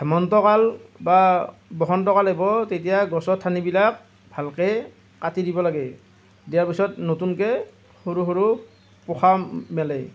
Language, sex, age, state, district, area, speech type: Assamese, male, 30-45, Assam, Nalbari, rural, spontaneous